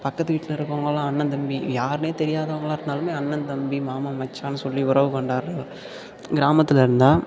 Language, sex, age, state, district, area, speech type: Tamil, male, 18-30, Tamil Nadu, Tiruvarur, rural, spontaneous